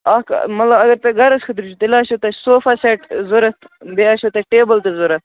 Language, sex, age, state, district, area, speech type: Kashmiri, male, 18-30, Jammu and Kashmir, Baramulla, rural, conversation